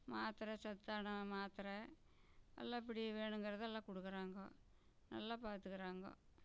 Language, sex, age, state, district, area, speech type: Tamil, female, 60+, Tamil Nadu, Namakkal, rural, spontaneous